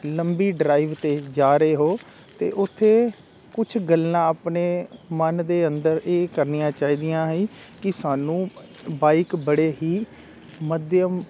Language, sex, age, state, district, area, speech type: Punjabi, male, 45-60, Punjab, Jalandhar, urban, spontaneous